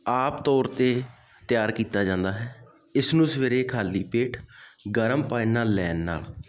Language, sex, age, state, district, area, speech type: Punjabi, male, 18-30, Punjab, Muktsar, rural, spontaneous